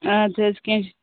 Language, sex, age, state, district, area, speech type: Kashmiri, female, 45-60, Jammu and Kashmir, Ganderbal, rural, conversation